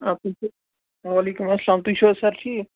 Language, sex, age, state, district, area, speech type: Kashmiri, male, 18-30, Jammu and Kashmir, Baramulla, rural, conversation